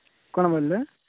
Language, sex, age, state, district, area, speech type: Odia, male, 45-60, Odisha, Nabarangpur, rural, conversation